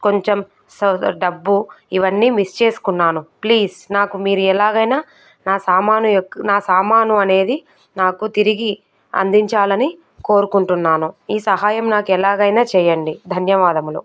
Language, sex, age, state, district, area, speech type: Telugu, female, 30-45, Telangana, Medchal, urban, spontaneous